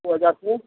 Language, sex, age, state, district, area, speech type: Hindi, male, 60+, Uttar Pradesh, Mau, urban, conversation